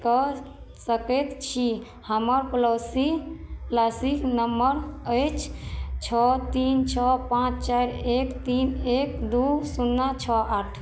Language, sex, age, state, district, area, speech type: Maithili, female, 18-30, Bihar, Madhubani, rural, read